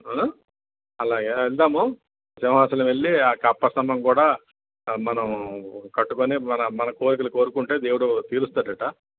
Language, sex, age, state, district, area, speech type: Telugu, male, 60+, Andhra Pradesh, Visakhapatnam, urban, conversation